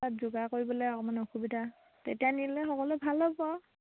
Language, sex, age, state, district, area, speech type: Assamese, female, 30-45, Assam, Dhemaji, rural, conversation